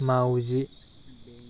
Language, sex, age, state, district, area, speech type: Bodo, male, 30-45, Assam, Chirang, urban, read